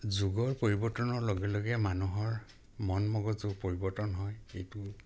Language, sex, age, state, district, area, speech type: Assamese, male, 60+, Assam, Dhemaji, rural, spontaneous